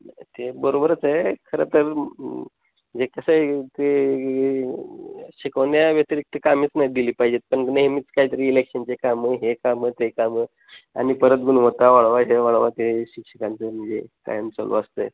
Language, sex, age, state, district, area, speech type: Marathi, male, 30-45, Maharashtra, Osmanabad, rural, conversation